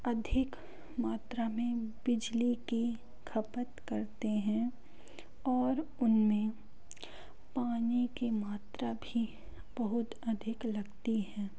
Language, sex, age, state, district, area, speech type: Hindi, female, 18-30, Madhya Pradesh, Katni, urban, spontaneous